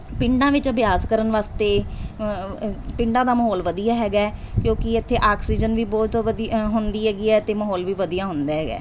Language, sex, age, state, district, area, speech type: Punjabi, female, 30-45, Punjab, Mansa, urban, spontaneous